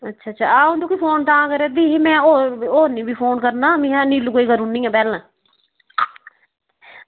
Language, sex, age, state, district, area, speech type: Dogri, female, 30-45, Jammu and Kashmir, Udhampur, rural, conversation